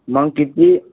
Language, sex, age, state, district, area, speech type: Marathi, male, 18-30, Maharashtra, Amravati, rural, conversation